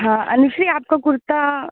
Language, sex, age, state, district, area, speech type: Hindi, female, 18-30, Madhya Pradesh, Hoshangabad, urban, conversation